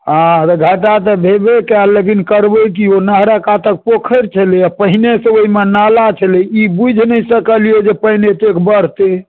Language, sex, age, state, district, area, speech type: Maithili, male, 60+, Bihar, Madhubani, rural, conversation